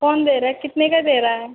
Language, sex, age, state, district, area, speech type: Hindi, female, 18-30, Madhya Pradesh, Jabalpur, urban, conversation